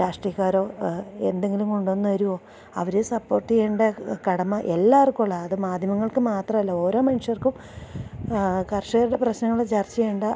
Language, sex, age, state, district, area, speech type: Malayalam, female, 45-60, Kerala, Idukki, rural, spontaneous